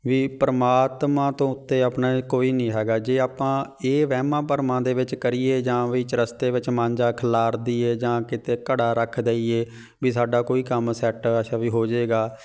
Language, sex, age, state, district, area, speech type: Punjabi, male, 30-45, Punjab, Fatehgarh Sahib, urban, spontaneous